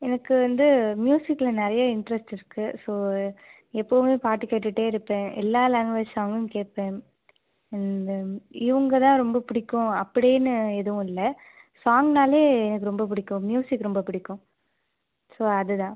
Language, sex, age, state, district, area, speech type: Tamil, female, 30-45, Tamil Nadu, Ariyalur, rural, conversation